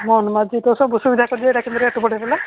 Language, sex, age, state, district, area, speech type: Odia, female, 45-60, Odisha, Angul, rural, conversation